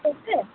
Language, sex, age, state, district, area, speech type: Odia, female, 30-45, Odisha, Rayagada, rural, conversation